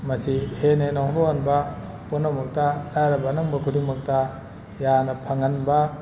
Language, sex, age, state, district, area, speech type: Manipuri, male, 60+, Manipur, Thoubal, rural, spontaneous